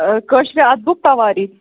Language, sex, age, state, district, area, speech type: Kashmiri, female, 45-60, Jammu and Kashmir, Srinagar, rural, conversation